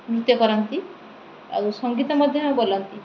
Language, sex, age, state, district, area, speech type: Odia, female, 30-45, Odisha, Kendrapara, urban, spontaneous